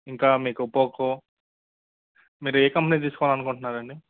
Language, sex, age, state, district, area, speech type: Telugu, male, 30-45, Andhra Pradesh, Guntur, urban, conversation